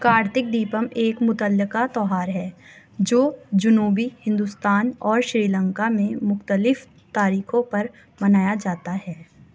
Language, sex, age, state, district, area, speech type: Urdu, female, 18-30, Delhi, South Delhi, urban, read